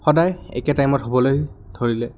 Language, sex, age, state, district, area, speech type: Assamese, male, 18-30, Assam, Goalpara, urban, spontaneous